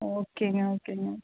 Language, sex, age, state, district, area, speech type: Tamil, female, 45-60, Tamil Nadu, Coimbatore, urban, conversation